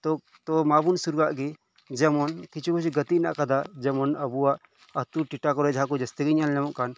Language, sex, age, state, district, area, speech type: Santali, male, 18-30, West Bengal, Birbhum, rural, spontaneous